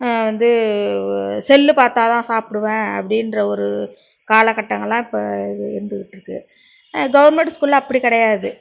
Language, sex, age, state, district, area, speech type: Tamil, female, 45-60, Tamil Nadu, Nagapattinam, rural, spontaneous